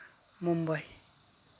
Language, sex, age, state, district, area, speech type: Santali, male, 18-30, West Bengal, Uttar Dinajpur, rural, spontaneous